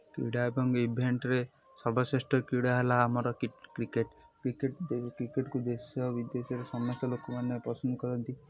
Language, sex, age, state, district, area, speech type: Odia, male, 18-30, Odisha, Jagatsinghpur, rural, spontaneous